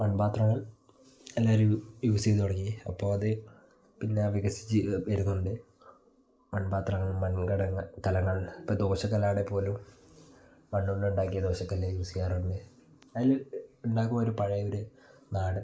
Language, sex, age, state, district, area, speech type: Malayalam, male, 30-45, Kerala, Wayanad, rural, spontaneous